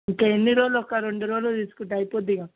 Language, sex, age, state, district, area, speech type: Telugu, male, 18-30, Telangana, Ranga Reddy, urban, conversation